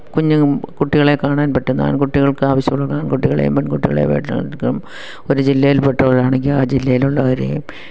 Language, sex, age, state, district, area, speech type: Malayalam, female, 45-60, Kerala, Kollam, rural, spontaneous